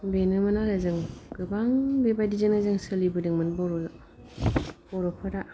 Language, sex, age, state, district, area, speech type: Bodo, female, 45-60, Assam, Kokrajhar, rural, spontaneous